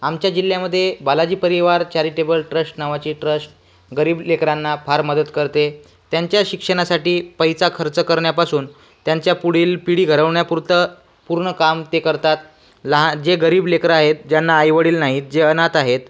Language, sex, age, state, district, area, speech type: Marathi, male, 18-30, Maharashtra, Washim, rural, spontaneous